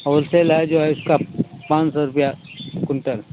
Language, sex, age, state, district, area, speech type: Hindi, male, 60+, Uttar Pradesh, Mau, urban, conversation